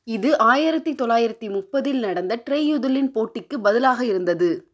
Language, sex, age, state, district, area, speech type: Tamil, female, 45-60, Tamil Nadu, Madurai, urban, read